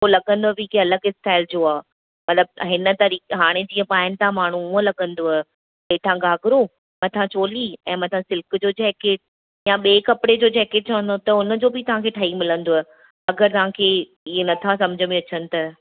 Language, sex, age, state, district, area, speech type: Sindhi, female, 30-45, Maharashtra, Thane, urban, conversation